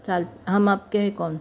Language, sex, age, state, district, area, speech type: Marathi, female, 45-60, Maharashtra, Sangli, urban, spontaneous